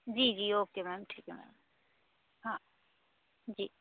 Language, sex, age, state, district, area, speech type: Hindi, female, 30-45, Madhya Pradesh, Chhindwara, urban, conversation